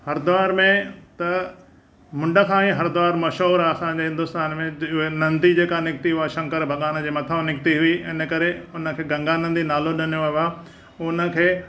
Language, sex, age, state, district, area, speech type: Sindhi, male, 60+, Maharashtra, Thane, urban, spontaneous